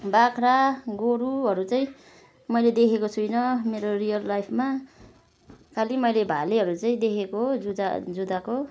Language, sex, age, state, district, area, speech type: Nepali, female, 45-60, West Bengal, Kalimpong, rural, spontaneous